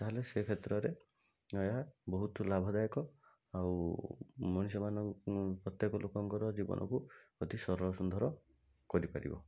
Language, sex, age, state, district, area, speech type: Odia, male, 60+, Odisha, Bhadrak, rural, spontaneous